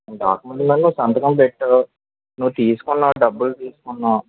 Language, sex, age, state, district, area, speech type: Telugu, male, 18-30, Andhra Pradesh, Eluru, rural, conversation